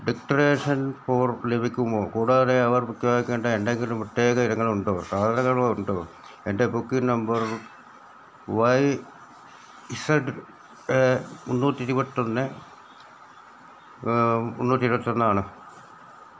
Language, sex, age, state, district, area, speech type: Malayalam, male, 60+, Kerala, Wayanad, rural, read